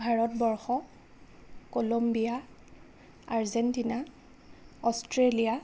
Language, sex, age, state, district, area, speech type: Assamese, female, 30-45, Assam, Lakhimpur, rural, spontaneous